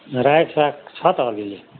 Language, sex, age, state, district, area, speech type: Nepali, male, 60+, West Bengal, Darjeeling, rural, conversation